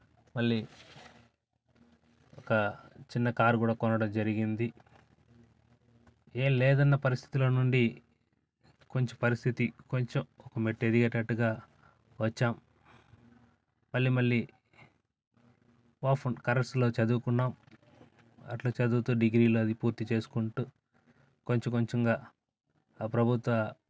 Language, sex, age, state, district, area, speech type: Telugu, male, 45-60, Andhra Pradesh, Sri Balaji, urban, spontaneous